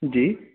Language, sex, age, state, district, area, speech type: Urdu, male, 18-30, Delhi, Central Delhi, urban, conversation